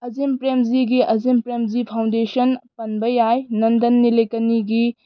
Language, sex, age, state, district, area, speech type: Manipuri, female, 18-30, Manipur, Tengnoupal, urban, spontaneous